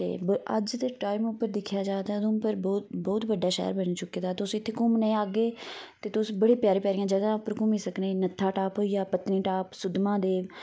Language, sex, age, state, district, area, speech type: Dogri, female, 30-45, Jammu and Kashmir, Udhampur, rural, spontaneous